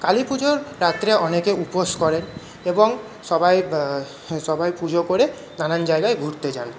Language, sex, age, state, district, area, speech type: Bengali, male, 30-45, West Bengal, Paschim Bardhaman, urban, spontaneous